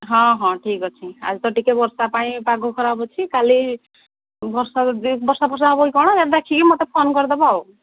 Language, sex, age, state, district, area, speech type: Odia, female, 45-60, Odisha, Angul, rural, conversation